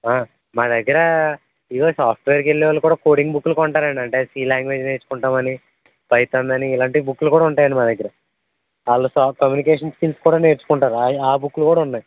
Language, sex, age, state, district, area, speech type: Telugu, male, 18-30, Andhra Pradesh, West Godavari, rural, conversation